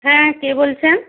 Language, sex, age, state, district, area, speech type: Bengali, female, 45-60, West Bengal, Jalpaiguri, rural, conversation